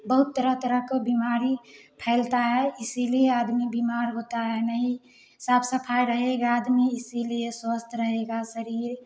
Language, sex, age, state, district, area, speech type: Hindi, female, 18-30, Bihar, Samastipur, rural, spontaneous